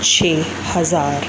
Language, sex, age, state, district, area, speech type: Punjabi, female, 30-45, Punjab, Mansa, urban, spontaneous